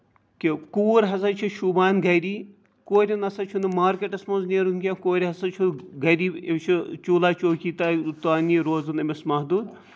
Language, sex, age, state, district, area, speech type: Kashmiri, male, 45-60, Jammu and Kashmir, Srinagar, urban, spontaneous